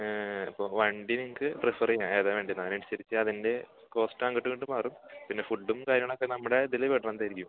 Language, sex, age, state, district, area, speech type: Malayalam, male, 18-30, Kerala, Thrissur, rural, conversation